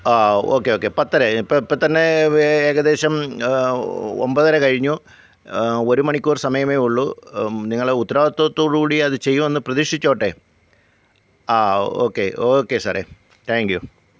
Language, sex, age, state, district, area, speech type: Malayalam, male, 45-60, Kerala, Kollam, rural, spontaneous